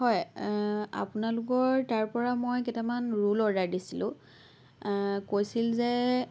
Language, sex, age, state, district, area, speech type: Assamese, female, 18-30, Assam, Lakhimpur, urban, spontaneous